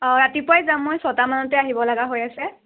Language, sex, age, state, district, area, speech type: Assamese, male, 18-30, Assam, Morigaon, rural, conversation